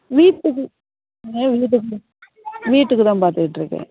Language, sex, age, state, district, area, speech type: Tamil, female, 45-60, Tamil Nadu, Ariyalur, rural, conversation